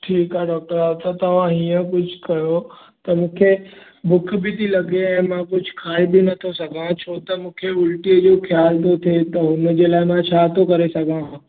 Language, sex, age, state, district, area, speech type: Sindhi, male, 18-30, Maharashtra, Mumbai Suburban, urban, conversation